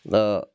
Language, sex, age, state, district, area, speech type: Hindi, male, 60+, Uttar Pradesh, Jaunpur, rural, spontaneous